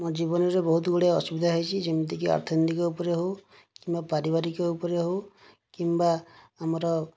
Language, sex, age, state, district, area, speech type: Odia, male, 30-45, Odisha, Kandhamal, rural, spontaneous